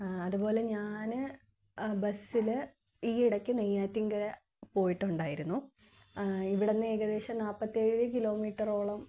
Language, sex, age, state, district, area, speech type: Malayalam, female, 18-30, Kerala, Thiruvananthapuram, urban, spontaneous